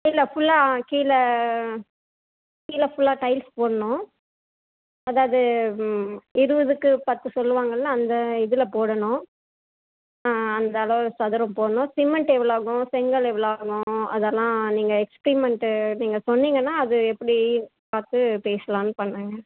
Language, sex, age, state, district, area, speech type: Tamil, female, 30-45, Tamil Nadu, Krishnagiri, rural, conversation